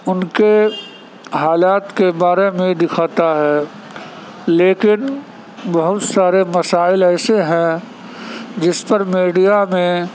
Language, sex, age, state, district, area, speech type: Urdu, male, 30-45, Uttar Pradesh, Gautam Buddha Nagar, rural, spontaneous